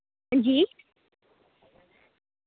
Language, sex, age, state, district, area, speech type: Dogri, male, 18-30, Jammu and Kashmir, Reasi, rural, conversation